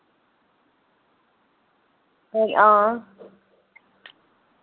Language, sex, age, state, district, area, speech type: Dogri, female, 30-45, Jammu and Kashmir, Udhampur, urban, conversation